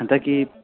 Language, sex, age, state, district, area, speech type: Manipuri, male, 18-30, Manipur, Kangpokpi, urban, conversation